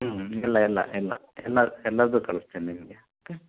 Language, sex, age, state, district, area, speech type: Kannada, male, 30-45, Karnataka, Chitradurga, rural, conversation